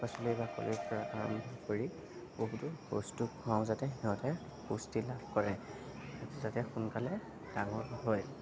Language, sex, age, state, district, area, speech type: Assamese, male, 30-45, Assam, Darrang, rural, spontaneous